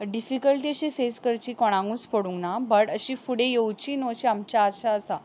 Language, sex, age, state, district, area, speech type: Goan Konkani, female, 18-30, Goa, Ponda, urban, spontaneous